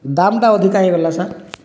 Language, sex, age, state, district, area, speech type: Odia, male, 30-45, Odisha, Boudh, rural, spontaneous